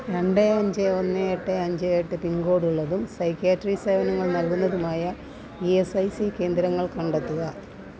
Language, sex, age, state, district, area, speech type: Malayalam, female, 60+, Kerala, Pathanamthitta, rural, read